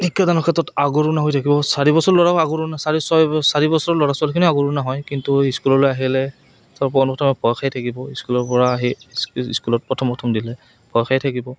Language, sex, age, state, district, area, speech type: Assamese, male, 30-45, Assam, Goalpara, rural, spontaneous